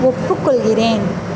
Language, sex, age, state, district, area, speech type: Tamil, female, 30-45, Tamil Nadu, Pudukkottai, rural, read